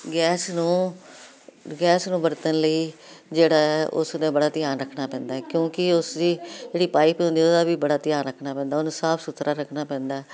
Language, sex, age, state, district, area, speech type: Punjabi, female, 60+, Punjab, Jalandhar, urban, spontaneous